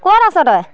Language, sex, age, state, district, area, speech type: Assamese, female, 30-45, Assam, Lakhimpur, rural, spontaneous